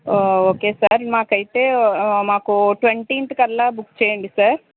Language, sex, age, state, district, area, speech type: Telugu, male, 18-30, Andhra Pradesh, Guntur, urban, conversation